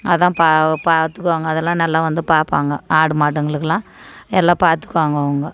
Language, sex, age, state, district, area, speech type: Tamil, female, 45-60, Tamil Nadu, Tiruvannamalai, rural, spontaneous